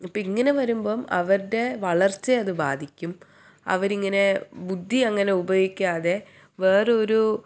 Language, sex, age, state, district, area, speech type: Malayalam, female, 18-30, Kerala, Thiruvananthapuram, urban, spontaneous